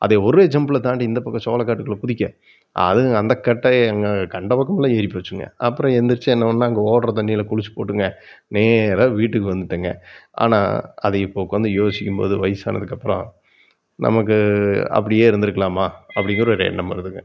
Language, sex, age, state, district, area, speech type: Tamil, male, 45-60, Tamil Nadu, Erode, urban, spontaneous